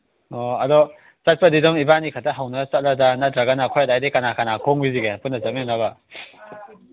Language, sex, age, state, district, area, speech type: Manipuri, male, 18-30, Manipur, Kangpokpi, urban, conversation